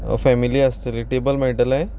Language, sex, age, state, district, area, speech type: Goan Konkani, male, 30-45, Goa, Canacona, rural, spontaneous